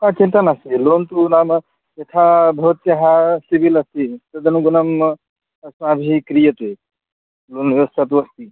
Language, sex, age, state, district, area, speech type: Sanskrit, male, 30-45, Maharashtra, Sangli, urban, conversation